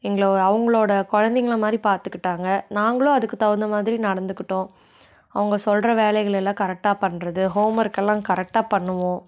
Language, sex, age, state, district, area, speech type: Tamil, female, 18-30, Tamil Nadu, Coimbatore, rural, spontaneous